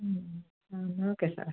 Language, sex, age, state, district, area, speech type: Malayalam, female, 60+, Kerala, Wayanad, rural, conversation